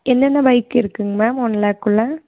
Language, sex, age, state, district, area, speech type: Tamil, female, 18-30, Tamil Nadu, Erode, rural, conversation